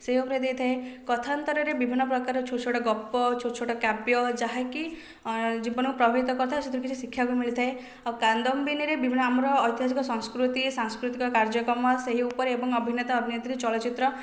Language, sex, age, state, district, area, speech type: Odia, female, 18-30, Odisha, Khordha, rural, spontaneous